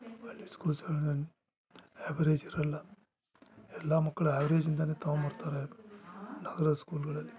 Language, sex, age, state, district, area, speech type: Kannada, male, 45-60, Karnataka, Bellary, rural, spontaneous